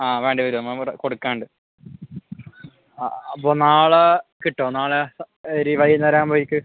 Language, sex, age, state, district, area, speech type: Malayalam, male, 18-30, Kerala, Kasaragod, rural, conversation